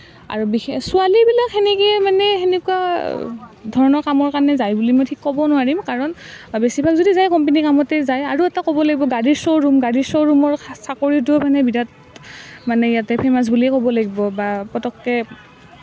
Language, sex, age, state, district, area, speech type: Assamese, female, 18-30, Assam, Nalbari, rural, spontaneous